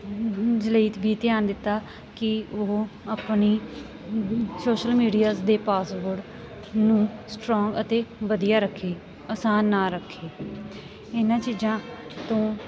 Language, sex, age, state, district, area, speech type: Punjabi, female, 18-30, Punjab, Sangrur, rural, spontaneous